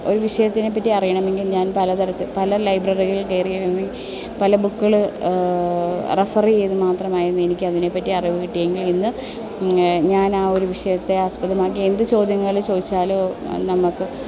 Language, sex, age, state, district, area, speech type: Malayalam, female, 30-45, Kerala, Alappuzha, urban, spontaneous